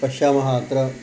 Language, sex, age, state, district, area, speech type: Sanskrit, male, 60+, Maharashtra, Wardha, urban, spontaneous